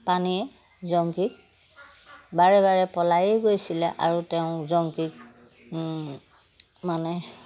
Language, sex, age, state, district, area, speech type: Assamese, male, 60+, Assam, Majuli, urban, spontaneous